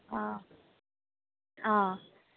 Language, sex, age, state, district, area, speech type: Telugu, female, 18-30, Telangana, Mahbubnagar, urban, conversation